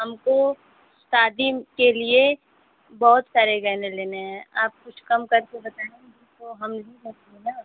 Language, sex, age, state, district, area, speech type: Hindi, female, 18-30, Uttar Pradesh, Mau, urban, conversation